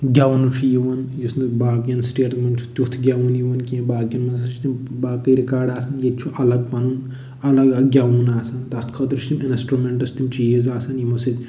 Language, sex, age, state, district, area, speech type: Kashmiri, male, 45-60, Jammu and Kashmir, Budgam, urban, spontaneous